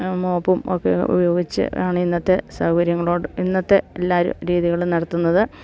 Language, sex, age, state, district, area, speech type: Malayalam, female, 60+, Kerala, Idukki, rural, spontaneous